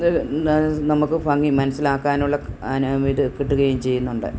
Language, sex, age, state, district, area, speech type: Malayalam, female, 60+, Kerala, Kottayam, rural, spontaneous